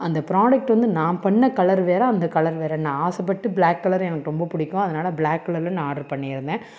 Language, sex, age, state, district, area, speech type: Tamil, female, 30-45, Tamil Nadu, Tiruppur, urban, spontaneous